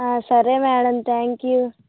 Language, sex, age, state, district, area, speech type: Telugu, female, 18-30, Andhra Pradesh, Vizianagaram, rural, conversation